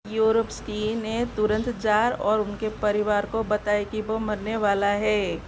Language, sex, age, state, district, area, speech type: Hindi, female, 45-60, Madhya Pradesh, Seoni, rural, read